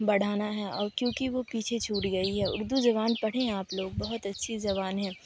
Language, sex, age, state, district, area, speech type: Urdu, female, 30-45, Bihar, Supaul, rural, spontaneous